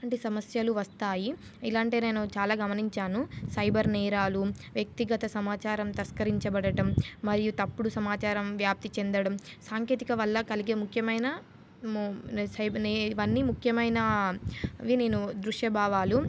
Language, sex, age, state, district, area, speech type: Telugu, female, 18-30, Telangana, Nizamabad, urban, spontaneous